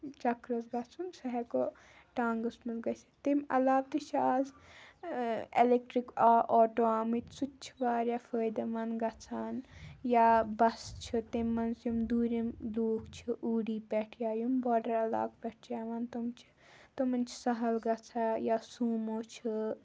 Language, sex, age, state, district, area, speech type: Kashmiri, female, 18-30, Jammu and Kashmir, Baramulla, rural, spontaneous